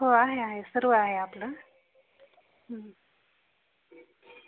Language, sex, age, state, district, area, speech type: Marathi, female, 30-45, Maharashtra, Beed, urban, conversation